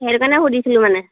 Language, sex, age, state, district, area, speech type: Assamese, female, 30-45, Assam, Lakhimpur, rural, conversation